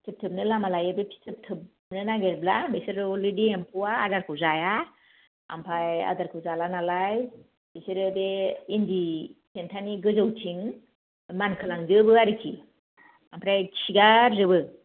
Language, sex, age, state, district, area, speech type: Bodo, female, 45-60, Assam, Kokrajhar, rural, conversation